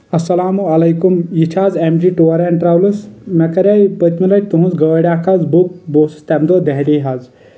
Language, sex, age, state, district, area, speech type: Kashmiri, male, 18-30, Jammu and Kashmir, Kulgam, urban, spontaneous